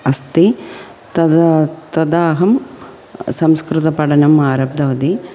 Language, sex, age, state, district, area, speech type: Sanskrit, female, 45-60, Kerala, Thiruvananthapuram, urban, spontaneous